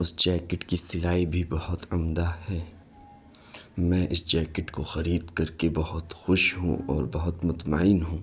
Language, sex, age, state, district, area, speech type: Urdu, male, 30-45, Uttar Pradesh, Lucknow, urban, spontaneous